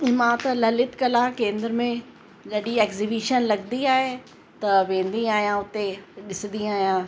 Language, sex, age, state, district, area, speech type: Sindhi, female, 45-60, Uttar Pradesh, Lucknow, urban, spontaneous